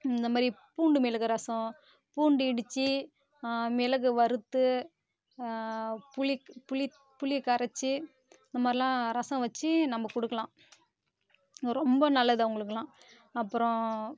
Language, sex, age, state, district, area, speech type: Tamil, female, 18-30, Tamil Nadu, Kallakurichi, rural, spontaneous